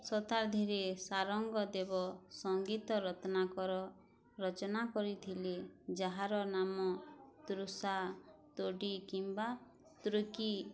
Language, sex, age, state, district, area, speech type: Odia, female, 30-45, Odisha, Bargarh, rural, read